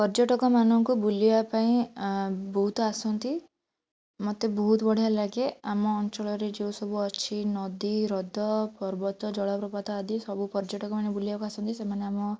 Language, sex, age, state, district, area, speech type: Odia, female, 18-30, Odisha, Bhadrak, rural, spontaneous